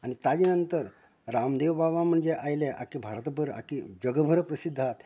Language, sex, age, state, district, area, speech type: Goan Konkani, male, 45-60, Goa, Canacona, rural, spontaneous